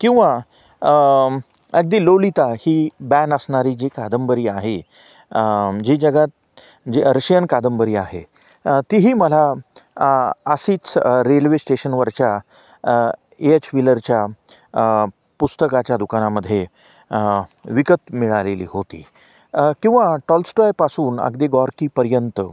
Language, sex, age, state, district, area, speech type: Marathi, male, 45-60, Maharashtra, Nanded, urban, spontaneous